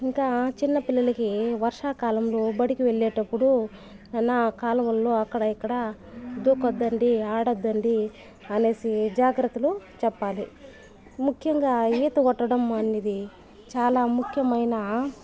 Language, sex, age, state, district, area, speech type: Telugu, female, 30-45, Andhra Pradesh, Sri Balaji, rural, spontaneous